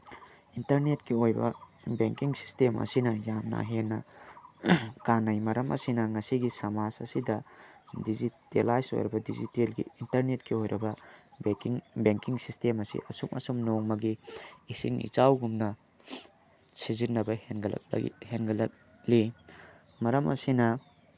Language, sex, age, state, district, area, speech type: Manipuri, male, 18-30, Manipur, Tengnoupal, rural, spontaneous